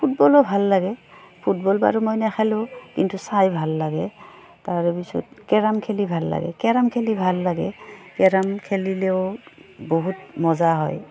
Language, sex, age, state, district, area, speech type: Assamese, female, 45-60, Assam, Udalguri, rural, spontaneous